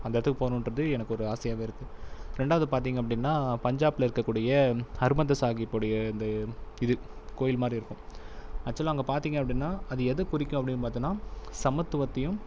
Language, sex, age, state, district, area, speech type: Tamil, male, 18-30, Tamil Nadu, Viluppuram, urban, spontaneous